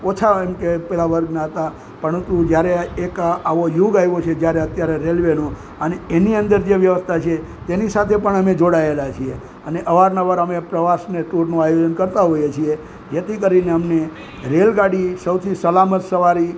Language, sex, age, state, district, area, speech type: Gujarati, male, 60+, Gujarat, Junagadh, urban, spontaneous